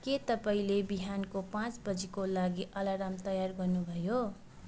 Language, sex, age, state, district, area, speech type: Nepali, female, 18-30, West Bengal, Darjeeling, rural, read